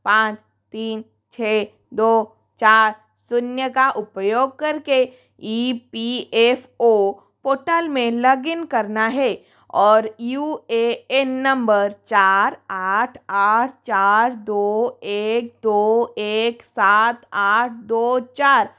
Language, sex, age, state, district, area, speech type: Hindi, female, 30-45, Rajasthan, Jodhpur, rural, read